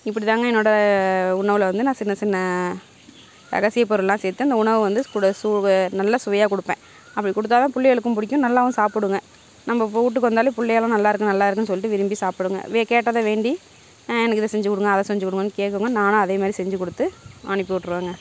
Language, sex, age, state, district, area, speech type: Tamil, female, 60+, Tamil Nadu, Mayiladuthurai, rural, spontaneous